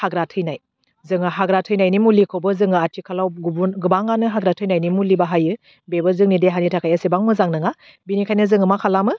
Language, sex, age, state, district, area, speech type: Bodo, female, 30-45, Assam, Udalguri, urban, spontaneous